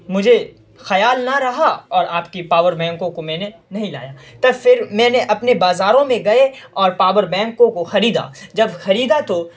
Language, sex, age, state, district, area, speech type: Urdu, male, 18-30, Bihar, Saharsa, rural, spontaneous